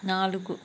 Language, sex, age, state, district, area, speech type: Telugu, female, 30-45, Telangana, Peddapalli, rural, read